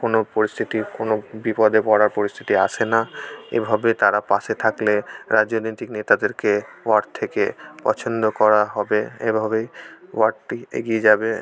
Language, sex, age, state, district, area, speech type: Bengali, male, 18-30, West Bengal, Malda, rural, spontaneous